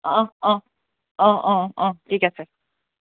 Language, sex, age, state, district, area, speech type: Assamese, female, 45-60, Assam, Tinsukia, urban, conversation